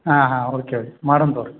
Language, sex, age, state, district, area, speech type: Kannada, male, 45-60, Karnataka, Belgaum, rural, conversation